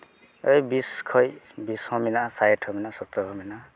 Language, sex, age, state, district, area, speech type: Santali, male, 18-30, West Bengal, Uttar Dinajpur, rural, spontaneous